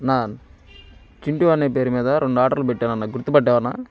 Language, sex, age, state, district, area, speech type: Telugu, male, 18-30, Andhra Pradesh, Bapatla, rural, spontaneous